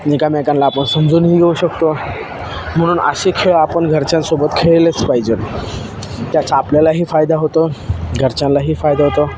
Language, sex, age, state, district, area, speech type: Marathi, male, 18-30, Maharashtra, Ahmednagar, urban, spontaneous